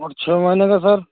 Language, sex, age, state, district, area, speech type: Urdu, male, 18-30, Delhi, Central Delhi, rural, conversation